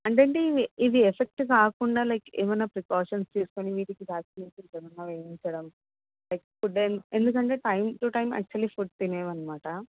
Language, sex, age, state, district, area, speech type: Telugu, female, 18-30, Telangana, Medchal, urban, conversation